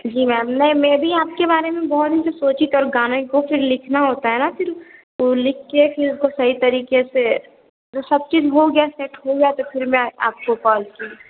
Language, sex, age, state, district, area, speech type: Hindi, female, 18-30, Bihar, Begusarai, urban, conversation